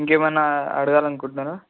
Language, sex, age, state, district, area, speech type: Telugu, male, 18-30, Andhra Pradesh, Kurnool, urban, conversation